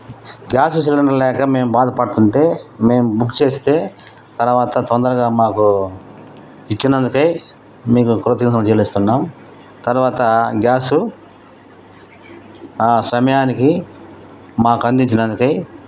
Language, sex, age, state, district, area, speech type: Telugu, male, 60+, Andhra Pradesh, Nellore, rural, spontaneous